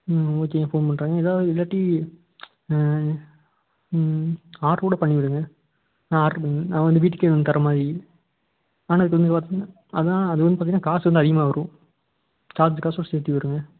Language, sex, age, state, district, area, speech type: Tamil, male, 18-30, Tamil Nadu, Tiruppur, rural, conversation